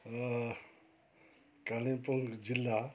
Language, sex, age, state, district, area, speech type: Nepali, male, 60+, West Bengal, Kalimpong, rural, spontaneous